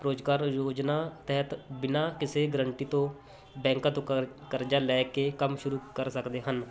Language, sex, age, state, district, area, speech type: Punjabi, male, 30-45, Punjab, Muktsar, rural, spontaneous